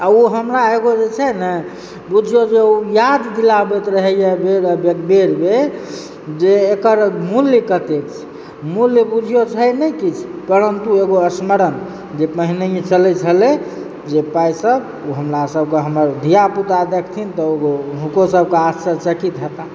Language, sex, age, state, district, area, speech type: Maithili, male, 30-45, Bihar, Supaul, urban, spontaneous